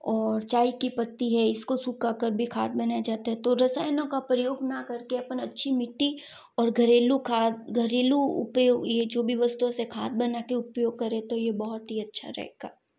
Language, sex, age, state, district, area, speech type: Hindi, female, 45-60, Rajasthan, Jodhpur, urban, spontaneous